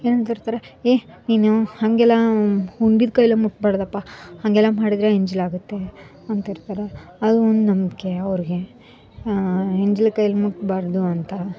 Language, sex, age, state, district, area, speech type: Kannada, female, 18-30, Karnataka, Koppal, rural, spontaneous